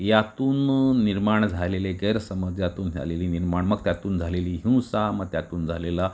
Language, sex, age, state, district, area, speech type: Marathi, male, 45-60, Maharashtra, Sindhudurg, rural, spontaneous